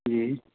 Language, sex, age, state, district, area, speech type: Urdu, male, 30-45, Bihar, Purnia, rural, conversation